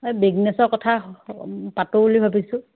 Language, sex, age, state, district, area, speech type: Assamese, female, 30-45, Assam, Dibrugarh, rural, conversation